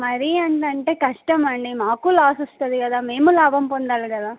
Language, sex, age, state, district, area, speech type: Telugu, female, 18-30, Telangana, Nagarkurnool, urban, conversation